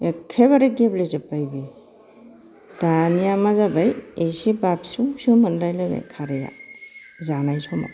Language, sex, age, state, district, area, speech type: Bodo, female, 45-60, Assam, Kokrajhar, urban, spontaneous